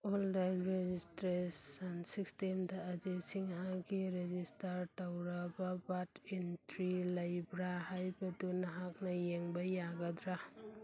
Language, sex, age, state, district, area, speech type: Manipuri, female, 30-45, Manipur, Churachandpur, rural, read